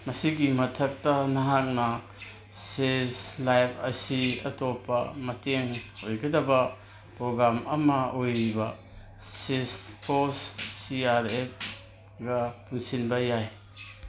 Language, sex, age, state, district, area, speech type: Manipuri, male, 45-60, Manipur, Kangpokpi, urban, read